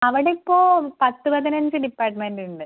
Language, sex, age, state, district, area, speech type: Malayalam, female, 18-30, Kerala, Malappuram, rural, conversation